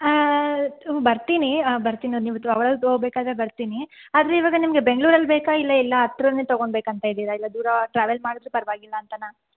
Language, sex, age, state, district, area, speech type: Kannada, female, 30-45, Karnataka, Bangalore Urban, rural, conversation